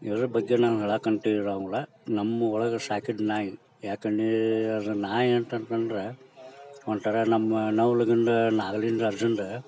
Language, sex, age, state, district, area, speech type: Kannada, male, 30-45, Karnataka, Dharwad, rural, spontaneous